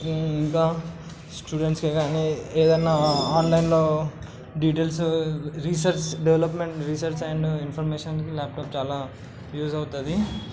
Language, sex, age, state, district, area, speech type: Telugu, male, 18-30, Telangana, Hyderabad, urban, spontaneous